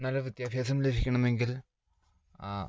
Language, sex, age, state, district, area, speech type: Malayalam, male, 30-45, Kerala, Idukki, rural, spontaneous